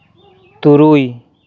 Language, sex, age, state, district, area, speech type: Santali, male, 30-45, West Bengal, Malda, rural, read